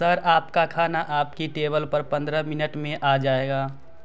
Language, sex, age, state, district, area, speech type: Hindi, male, 18-30, Bihar, Vaishali, rural, read